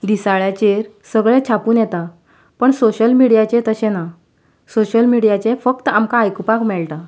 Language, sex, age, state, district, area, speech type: Goan Konkani, female, 30-45, Goa, Canacona, rural, spontaneous